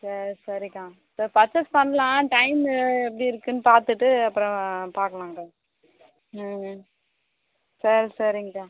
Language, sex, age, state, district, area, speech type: Tamil, female, 30-45, Tamil Nadu, Viluppuram, urban, conversation